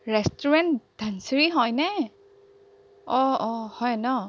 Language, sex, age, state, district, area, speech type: Assamese, female, 30-45, Assam, Golaghat, urban, spontaneous